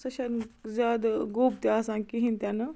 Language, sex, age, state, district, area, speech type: Kashmiri, female, 45-60, Jammu and Kashmir, Baramulla, rural, spontaneous